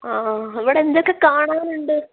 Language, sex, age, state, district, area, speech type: Malayalam, female, 30-45, Kerala, Wayanad, rural, conversation